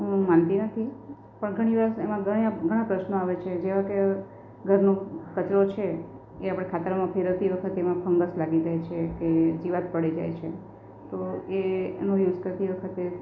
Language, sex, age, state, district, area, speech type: Gujarati, female, 45-60, Gujarat, Valsad, rural, spontaneous